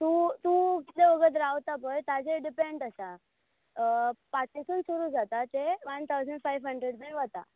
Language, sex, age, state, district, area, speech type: Goan Konkani, female, 18-30, Goa, Bardez, urban, conversation